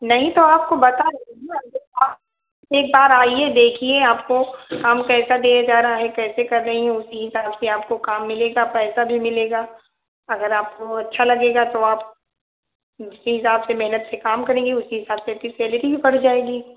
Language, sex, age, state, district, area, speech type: Hindi, female, 45-60, Uttar Pradesh, Ayodhya, rural, conversation